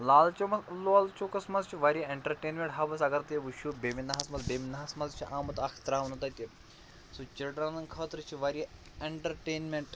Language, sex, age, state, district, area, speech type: Kashmiri, male, 30-45, Jammu and Kashmir, Pulwama, rural, spontaneous